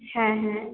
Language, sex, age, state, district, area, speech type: Bengali, female, 18-30, West Bengal, Purba Bardhaman, urban, conversation